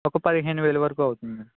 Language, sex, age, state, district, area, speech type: Telugu, male, 18-30, Andhra Pradesh, Konaseema, rural, conversation